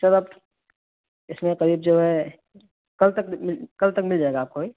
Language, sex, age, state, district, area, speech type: Urdu, male, 18-30, Uttar Pradesh, Saharanpur, urban, conversation